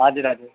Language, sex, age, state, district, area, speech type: Nepali, male, 30-45, West Bengal, Jalpaiguri, urban, conversation